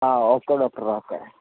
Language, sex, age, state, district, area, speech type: Malayalam, male, 18-30, Kerala, Wayanad, rural, conversation